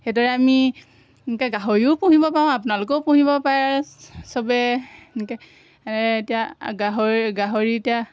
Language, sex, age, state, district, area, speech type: Assamese, female, 30-45, Assam, Golaghat, rural, spontaneous